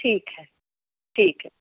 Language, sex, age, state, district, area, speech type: Urdu, female, 30-45, Delhi, East Delhi, urban, conversation